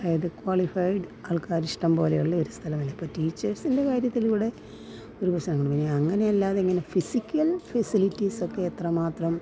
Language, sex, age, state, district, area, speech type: Malayalam, female, 60+, Kerala, Pathanamthitta, rural, spontaneous